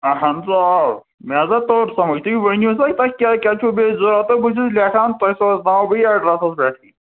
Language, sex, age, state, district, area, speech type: Kashmiri, male, 45-60, Jammu and Kashmir, Srinagar, urban, conversation